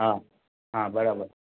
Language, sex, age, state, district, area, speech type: Gujarati, male, 18-30, Gujarat, Surat, urban, conversation